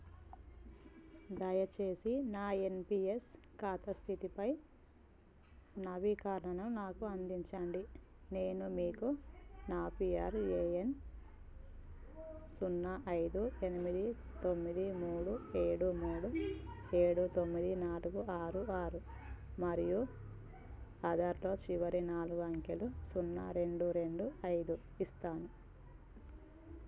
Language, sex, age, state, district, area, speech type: Telugu, female, 30-45, Telangana, Jangaon, rural, read